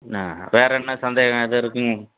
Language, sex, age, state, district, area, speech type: Tamil, male, 60+, Tamil Nadu, Tiruchirappalli, rural, conversation